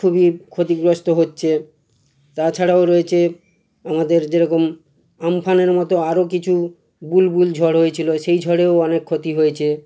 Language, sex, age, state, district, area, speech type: Bengali, male, 45-60, West Bengal, Howrah, urban, spontaneous